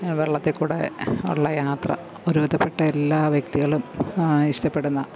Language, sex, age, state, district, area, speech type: Malayalam, female, 60+, Kerala, Pathanamthitta, rural, spontaneous